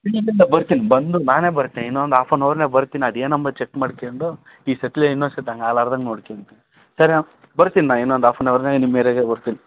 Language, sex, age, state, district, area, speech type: Kannada, male, 30-45, Karnataka, Raichur, rural, conversation